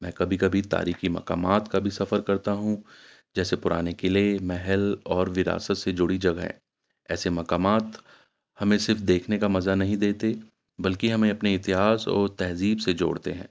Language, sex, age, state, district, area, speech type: Urdu, male, 45-60, Uttar Pradesh, Ghaziabad, urban, spontaneous